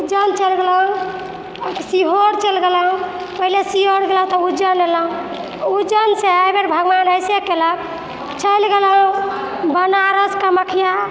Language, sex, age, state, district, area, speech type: Maithili, female, 60+, Bihar, Purnia, urban, spontaneous